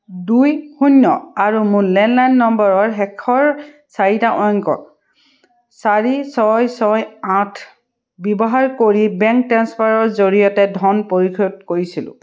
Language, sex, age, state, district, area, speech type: Assamese, female, 30-45, Assam, Dibrugarh, urban, read